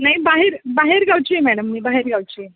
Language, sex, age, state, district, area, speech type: Marathi, female, 30-45, Maharashtra, Buldhana, urban, conversation